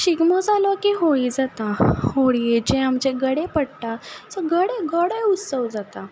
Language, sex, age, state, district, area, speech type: Goan Konkani, female, 30-45, Goa, Ponda, rural, spontaneous